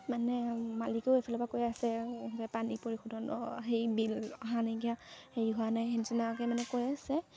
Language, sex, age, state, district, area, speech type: Assamese, female, 18-30, Assam, Majuli, urban, spontaneous